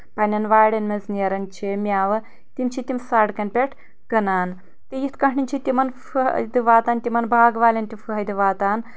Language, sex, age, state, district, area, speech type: Kashmiri, female, 18-30, Jammu and Kashmir, Anantnag, urban, spontaneous